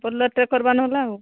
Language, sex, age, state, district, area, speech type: Odia, female, 45-60, Odisha, Angul, rural, conversation